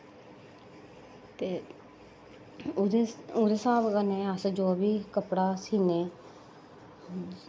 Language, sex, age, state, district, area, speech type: Dogri, female, 30-45, Jammu and Kashmir, Samba, rural, spontaneous